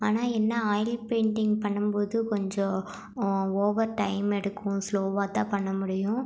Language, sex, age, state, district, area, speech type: Tamil, female, 18-30, Tamil Nadu, Erode, rural, spontaneous